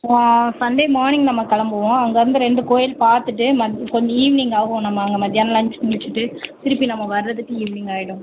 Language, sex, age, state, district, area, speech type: Tamil, female, 30-45, Tamil Nadu, Tiruvarur, urban, conversation